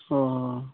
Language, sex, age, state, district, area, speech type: Assamese, male, 30-45, Assam, Charaideo, rural, conversation